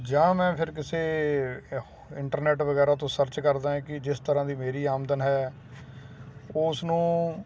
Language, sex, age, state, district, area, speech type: Punjabi, male, 45-60, Punjab, Sangrur, urban, spontaneous